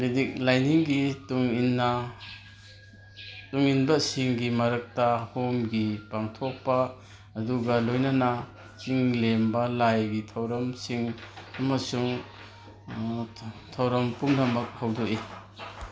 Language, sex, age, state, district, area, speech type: Manipuri, male, 45-60, Manipur, Kangpokpi, urban, read